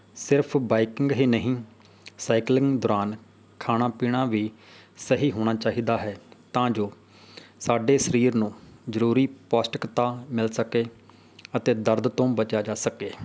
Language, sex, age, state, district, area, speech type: Punjabi, male, 30-45, Punjab, Faridkot, urban, spontaneous